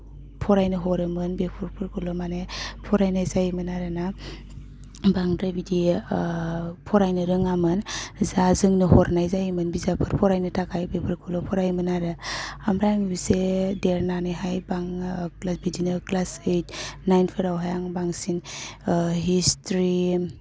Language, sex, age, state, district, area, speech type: Bodo, female, 18-30, Assam, Udalguri, rural, spontaneous